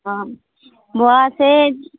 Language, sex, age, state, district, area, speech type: Assamese, female, 45-60, Assam, Darrang, rural, conversation